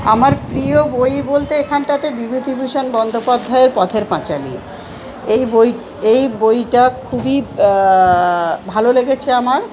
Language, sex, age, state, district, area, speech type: Bengali, female, 45-60, West Bengal, South 24 Parganas, urban, spontaneous